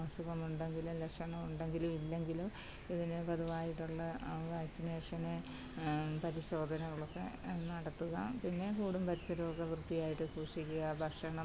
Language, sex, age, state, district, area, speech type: Malayalam, female, 30-45, Kerala, Kottayam, rural, spontaneous